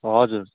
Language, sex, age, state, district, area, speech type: Nepali, male, 18-30, West Bengal, Kalimpong, rural, conversation